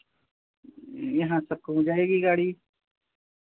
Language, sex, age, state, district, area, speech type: Hindi, female, 60+, Uttar Pradesh, Hardoi, rural, conversation